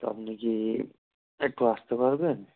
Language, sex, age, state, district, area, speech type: Bengali, male, 18-30, West Bengal, Murshidabad, urban, conversation